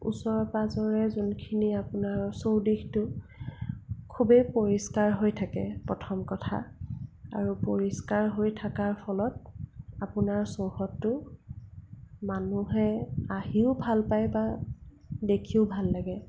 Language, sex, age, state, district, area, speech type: Assamese, female, 18-30, Assam, Sonitpur, rural, spontaneous